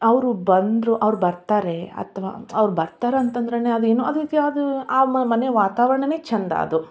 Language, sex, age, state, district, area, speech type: Kannada, female, 30-45, Karnataka, Koppal, rural, spontaneous